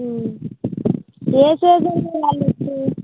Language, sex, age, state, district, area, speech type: Telugu, female, 18-30, Andhra Pradesh, Vizianagaram, rural, conversation